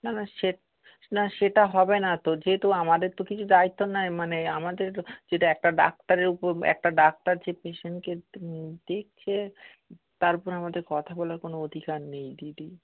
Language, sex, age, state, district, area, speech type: Bengali, male, 45-60, West Bengal, Darjeeling, urban, conversation